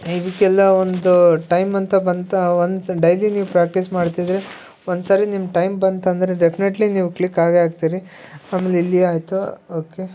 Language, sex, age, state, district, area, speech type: Kannada, male, 18-30, Karnataka, Koppal, rural, spontaneous